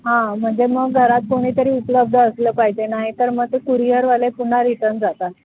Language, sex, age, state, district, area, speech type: Marathi, female, 45-60, Maharashtra, Thane, rural, conversation